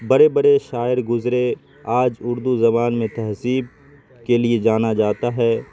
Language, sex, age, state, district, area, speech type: Urdu, male, 18-30, Bihar, Saharsa, urban, spontaneous